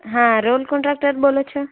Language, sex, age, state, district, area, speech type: Gujarati, female, 18-30, Gujarat, Valsad, rural, conversation